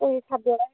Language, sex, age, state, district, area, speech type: Odia, female, 60+, Odisha, Angul, rural, conversation